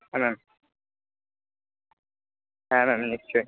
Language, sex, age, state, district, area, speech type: Bengali, male, 18-30, West Bengal, Purba Bardhaman, urban, conversation